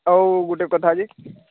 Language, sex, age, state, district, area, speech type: Odia, male, 45-60, Odisha, Nuapada, urban, conversation